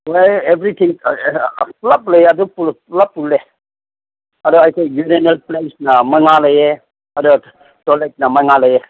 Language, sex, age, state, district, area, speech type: Manipuri, male, 60+, Manipur, Senapati, urban, conversation